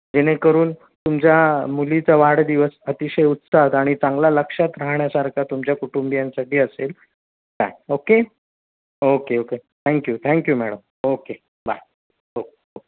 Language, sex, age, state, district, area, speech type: Marathi, male, 30-45, Maharashtra, Sindhudurg, rural, conversation